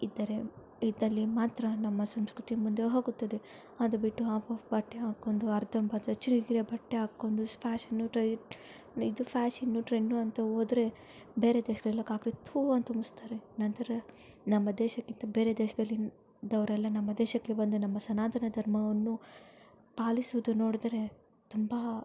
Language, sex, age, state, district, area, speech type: Kannada, female, 18-30, Karnataka, Kolar, rural, spontaneous